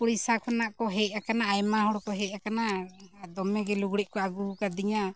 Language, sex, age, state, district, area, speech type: Santali, female, 45-60, Jharkhand, Bokaro, rural, spontaneous